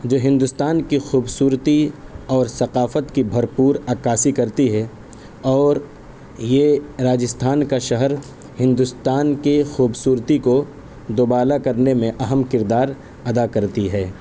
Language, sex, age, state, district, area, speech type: Urdu, male, 18-30, Uttar Pradesh, Saharanpur, urban, spontaneous